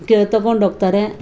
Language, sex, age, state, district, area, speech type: Kannada, female, 45-60, Karnataka, Bangalore Urban, rural, spontaneous